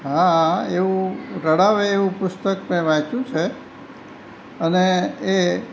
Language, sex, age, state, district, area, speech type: Gujarati, male, 60+, Gujarat, Rajkot, rural, spontaneous